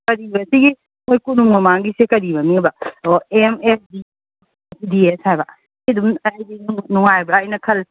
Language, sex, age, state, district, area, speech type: Manipuri, female, 45-60, Manipur, Imphal East, rural, conversation